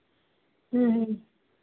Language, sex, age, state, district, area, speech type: Punjabi, female, 18-30, Punjab, Faridkot, urban, conversation